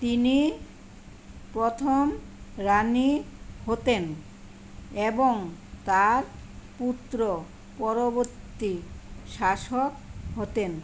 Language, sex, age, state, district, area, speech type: Bengali, female, 60+, West Bengal, Kolkata, urban, read